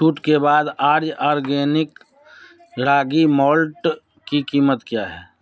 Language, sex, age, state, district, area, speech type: Hindi, male, 60+, Bihar, Darbhanga, urban, read